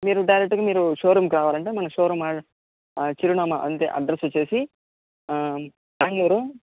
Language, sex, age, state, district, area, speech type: Telugu, male, 18-30, Andhra Pradesh, Chittoor, rural, conversation